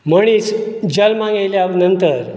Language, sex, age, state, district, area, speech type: Goan Konkani, male, 45-60, Goa, Bardez, rural, spontaneous